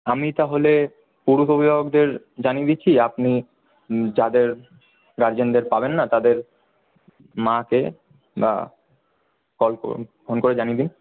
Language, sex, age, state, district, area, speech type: Bengali, male, 30-45, West Bengal, Paschim Bardhaman, urban, conversation